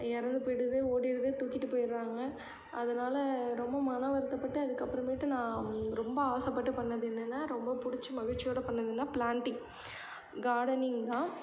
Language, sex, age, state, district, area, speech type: Tamil, female, 18-30, Tamil Nadu, Cuddalore, rural, spontaneous